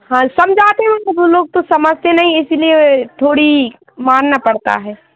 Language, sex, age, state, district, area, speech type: Hindi, female, 18-30, Madhya Pradesh, Seoni, urban, conversation